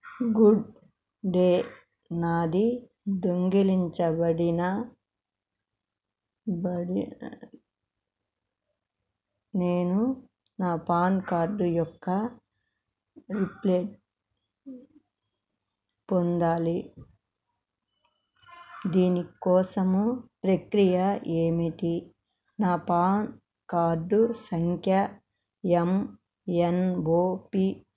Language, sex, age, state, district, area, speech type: Telugu, female, 60+, Andhra Pradesh, Krishna, urban, read